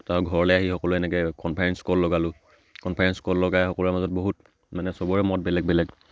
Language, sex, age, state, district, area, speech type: Assamese, male, 18-30, Assam, Charaideo, rural, spontaneous